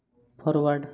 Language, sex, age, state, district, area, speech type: Odia, male, 30-45, Odisha, Koraput, urban, read